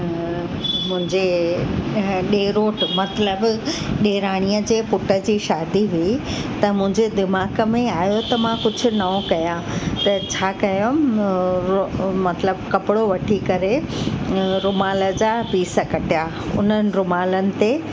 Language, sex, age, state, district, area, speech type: Sindhi, female, 45-60, Uttar Pradesh, Lucknow, rural, spontaneous